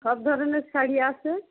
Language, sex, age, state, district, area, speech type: Bengali, female, 45-60, West Bengal, Darjeeling, rural, conversation